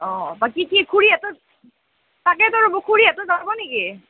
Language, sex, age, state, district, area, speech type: Assamese, female, 18-30, Assam, Nalbari, rural, conversation